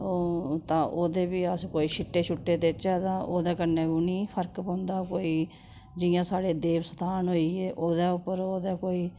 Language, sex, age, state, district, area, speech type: Dogri, female, 45-60, Jammu and Kashmir, Udhampur, urban, spontaneous